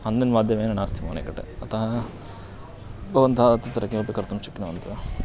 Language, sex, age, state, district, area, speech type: Sanskrit, male, 18-30, Karnataka, Uttara Kannada, rural, spontaneous